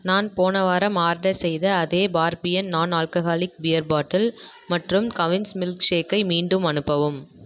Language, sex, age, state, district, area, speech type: Tamil, female, 18-30, Tamil Nadu, Nagapattinam, rural, read